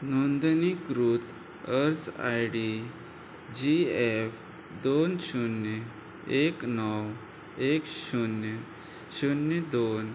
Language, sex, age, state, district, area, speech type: Goan Konkani, male, 30-45, Goa, Murmgao, rural, read